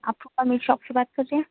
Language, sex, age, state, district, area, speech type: Urdu, female, 30-45, Delhi, Central Delhi, urban, conversation